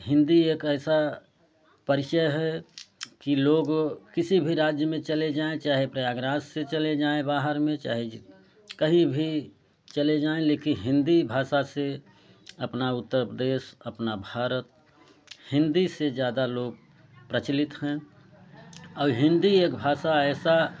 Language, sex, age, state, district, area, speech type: Hindi, male, 30-45, Uttar Pradesh, Prayagraj, rural, spontaneous